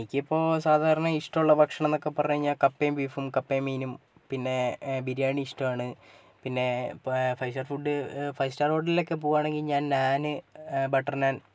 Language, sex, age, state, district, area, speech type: Malayalam, male, 30-45, Kerala, Wayanad, rural, spontaneous